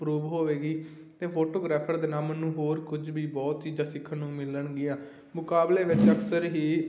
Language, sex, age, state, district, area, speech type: Punjabi, male, 18-30, Punjab, Muktsar, rural, spontaneous